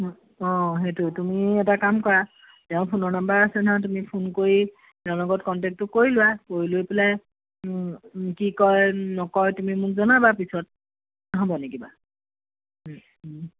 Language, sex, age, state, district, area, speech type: Assamese, female, 45-60, Assam, Sivasagar, rural, conversation